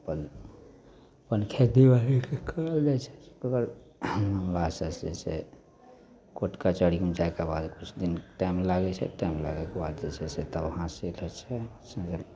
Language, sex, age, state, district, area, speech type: Maithili, male, 45-60, Bihar, Madhepura, rural, spontaneous